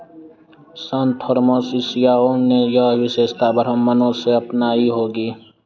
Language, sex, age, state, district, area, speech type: Hindi, male, 30-45, Bihar, Madhepura, rural, read